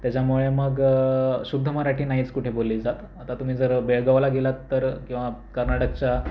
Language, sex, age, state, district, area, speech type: Marathi, male, 18-30, Maharashtra, Raigad, rural, spontaneous